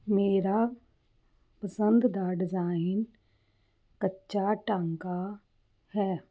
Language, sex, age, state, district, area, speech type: Punjabi, female, 30-45, Punjab, Fazilka, rural, spontaneous